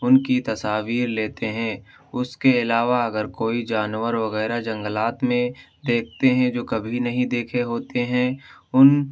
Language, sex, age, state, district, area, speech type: Urdu, male, 18-30, Uttar Pradesh, Siddharthnagar, rural, spontaneous